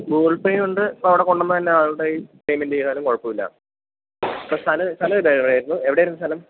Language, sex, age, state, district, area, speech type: Malayalam, male, 18-30, Kerala, Idukki, rural, conversation